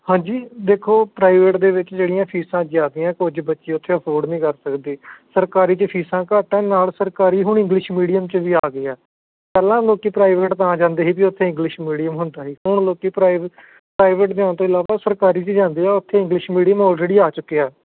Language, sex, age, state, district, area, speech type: Punjabi, male, 18-30, Punjab, Gurdaspur, rural, conversation